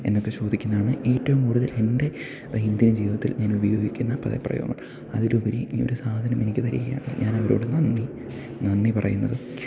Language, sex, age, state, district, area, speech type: Malayalam, male, 18-30, Kerala, Idukki, rural, spontaneous